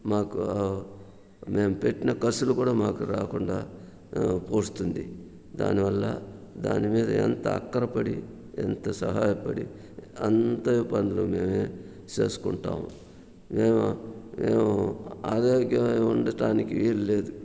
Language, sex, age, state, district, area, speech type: Telugu, male, 60+, Andhra Pradesh, Sri Balaji, rural, spontaneous